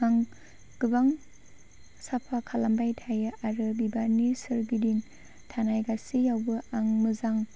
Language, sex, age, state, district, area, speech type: Bodo, female, 18-30, Assam, Chirang, rural, spontaneous